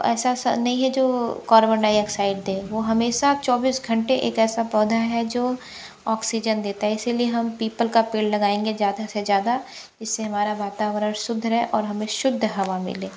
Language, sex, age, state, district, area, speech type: Hindi, female, 30-45, Uttar Pradesh, Sonbhadra, rural, spontaneous